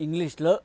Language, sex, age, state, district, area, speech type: Telugu, male, 45-60, Andhra Pradesh, Bapatla, urban, spontaneous